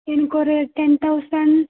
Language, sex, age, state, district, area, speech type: Tamil, female, 18-30, Tamil Nadu, Thanjavur, rural, conversation